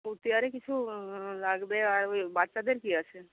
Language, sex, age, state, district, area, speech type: Bengali, female, 45-60, West Bengal, Bankura, rural, conversation